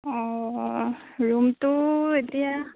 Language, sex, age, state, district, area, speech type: Assamese, female, 30-45, Assam, Darrang, rural, conversation